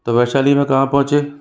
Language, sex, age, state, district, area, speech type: Hindi, male, 60+, Rajasthan, Jaipur, urban, spontaneous